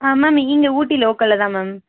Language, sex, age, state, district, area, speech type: Tamil, female, 18-30, Tamil Nadu, Nilgiris, rural, conversation